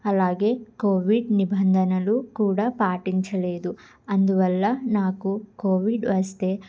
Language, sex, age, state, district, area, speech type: Telugu, female, 18-30, Andhra Pradesh, Guntur, urban, spontaneous